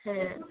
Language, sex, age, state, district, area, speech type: Bengali, female, 18-30, West Bengal, Cooch Behar, rural, conversation